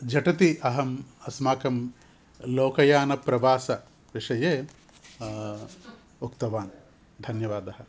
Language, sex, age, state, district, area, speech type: Sanskrit, male, 60+, Andhra Pradesh, Visakhapatnam, urban, spontaneous